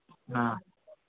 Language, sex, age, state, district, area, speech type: Hindi, male, 30-45, Madhya Pradesh, Harda, urban, conversation